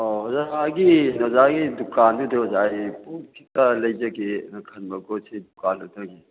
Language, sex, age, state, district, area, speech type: Manipuri, male, 60+, Manipur, Thoubal, rural, conversation